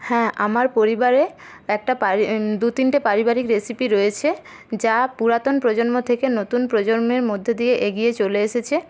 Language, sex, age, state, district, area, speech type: Bengali, female, 18-30, West Bengal, Paschim Bardhaman, urban, spontaneous